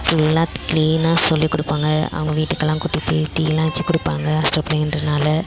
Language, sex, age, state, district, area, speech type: Tamil, female, 18-30, Tamil Nadu, Dharmapuri, rural, spontaneous